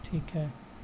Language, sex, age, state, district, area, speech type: Urdu, male, 60+, Bihar, Gaya, rural, spontaneous